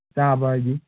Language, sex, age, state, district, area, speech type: Manipuri, male, 18-30, Manipur, Kangpokpi, urban, conversation